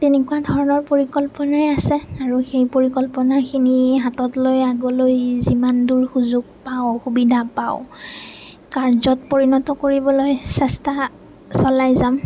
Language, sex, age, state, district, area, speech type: Assamese, female, 30-45, Assam, Nagaon, rural, spontaneous